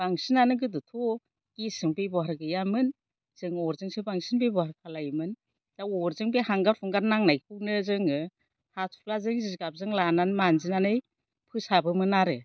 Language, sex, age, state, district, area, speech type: Bodo, female, 60+, Assam, Kokrajhar, urban, spontaneous